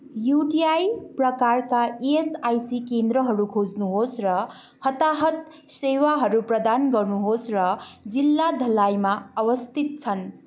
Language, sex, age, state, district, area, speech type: Nepali, female, 18-30, West Bengal, Kalimpong, rural, read